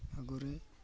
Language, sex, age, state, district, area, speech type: Odia, male, 18-30, Odisha, Malkangiri, urban, spontaneous